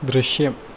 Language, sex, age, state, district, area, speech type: Malayalam, male, 18-30, Kerala, Kottayam, rural, read